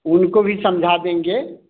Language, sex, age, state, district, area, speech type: Hindi, male, 45-60, Bihar, Samastipur, rural, conversation